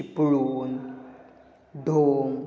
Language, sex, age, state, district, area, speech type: Marathi, male, 18-30, Maharashtra, Ratnagiri, urban, spontaneous